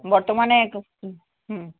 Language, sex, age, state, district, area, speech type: Bengali, female, 45-60, West Bengal, Darjeeling, urban, conversation